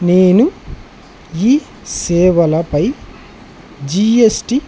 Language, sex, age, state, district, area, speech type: Telugu, male, 18-30, Andhra Pradesh, Nandyal, urban, spontaneous